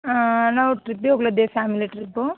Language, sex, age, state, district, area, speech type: Kannada, female, 18-30, Karnataka, Bidar, rural, conversation